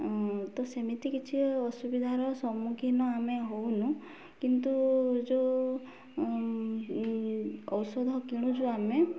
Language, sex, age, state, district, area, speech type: Odia, female, 18-30, Odisha, Mayurbhanj, rural, spontaneous